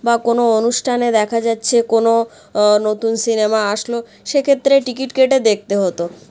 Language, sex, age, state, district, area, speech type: Bengali, female, 30-45, West Bengal, South 24 Parganas, rural, spontaneous